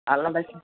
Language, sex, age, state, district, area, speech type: Bengali, male, 30-45, West Bengal, Purba Bardhaman, urban, conversation